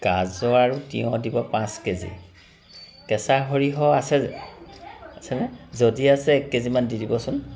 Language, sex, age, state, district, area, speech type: Assamese, male, 30-45, Assam, Charaideo, urban, spontaneous